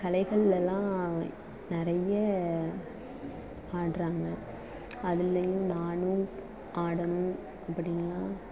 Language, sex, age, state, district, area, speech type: Tamil, female, 18-30, Tamil Nadu, Thanjavur, rural, spontaneous